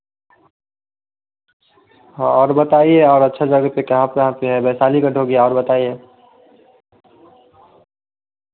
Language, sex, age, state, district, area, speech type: Hindi, male, 18-30, Bihar, Vaishali, rural, conversation